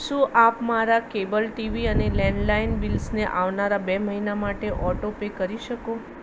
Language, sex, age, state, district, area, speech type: Gujarati, female, 30-45, Gujarat, Ahmedabad, urban, read